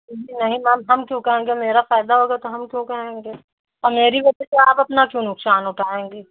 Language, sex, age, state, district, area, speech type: Hindi, female, 45-60, Uttar Pradesh, Hardoi, rural, conversation